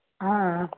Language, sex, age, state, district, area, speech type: Odia, female, 60+, Odisha, Cuttack, urban, conversation